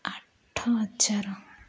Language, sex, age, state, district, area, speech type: Odia, female, 18-30, Odisha, Ganjam, urban, spontaneous